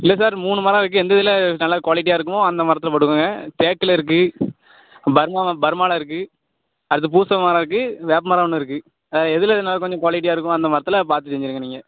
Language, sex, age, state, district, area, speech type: Tamil, male, 18-30, Tamil Nadu, Thoothukudi, rural, conversation